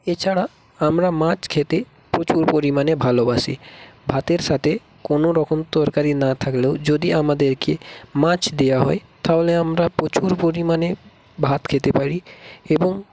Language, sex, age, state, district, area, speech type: Bengali, male, 18-30, West Bengal, North 24 Parganas, rural, spontaneous